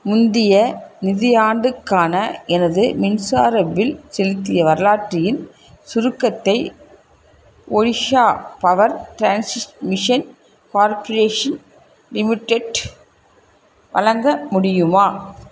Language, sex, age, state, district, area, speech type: Tamil, female, 60+, Tamil Nadu, Krishnagiri, rural, read